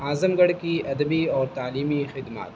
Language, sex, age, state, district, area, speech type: Urdu, male, 30-45, Uttar Pradesh, Azamgarh, rural, spontaneous